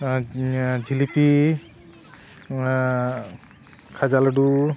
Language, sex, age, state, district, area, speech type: Santali, male, 30-45, Jharkhand, Bokaro, rural, spontaneous